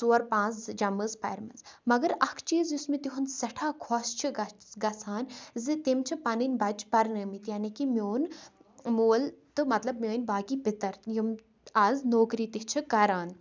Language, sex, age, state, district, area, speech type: Kashmiri, female, 30-45, Jammu and Kashmir, Kupwara, rural, spontaneous